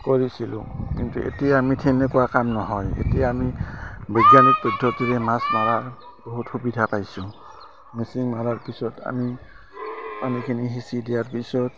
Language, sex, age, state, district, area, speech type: Assamese, male, 45-60, Assam, Barpeta, rural, spontaneous